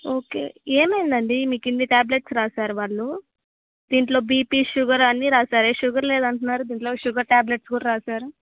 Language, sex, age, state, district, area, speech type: Telugu, female, 18-30, Andhra Pradesh, Annamaya, rural, conversation